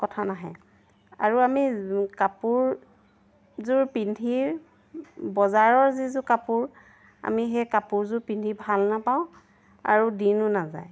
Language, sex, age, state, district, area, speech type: Assamese, female, 30-45, Assam, Jorhat, urban, spontaneous